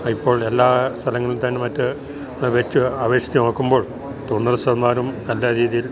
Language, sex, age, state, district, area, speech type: Malayalam, male, 60+, Kerala, Idukki, rural, spontaneous